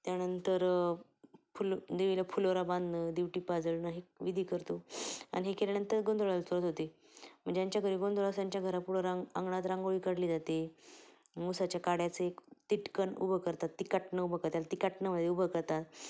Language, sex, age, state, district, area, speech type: Marathi, female, 30-45, Maharashtra, Ahmednagar, rural, spontaneous